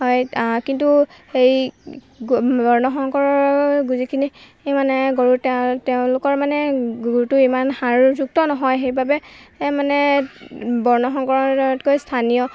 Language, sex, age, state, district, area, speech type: Assamese, female, 18-30, Assam, Golaghat, urban, spontaneous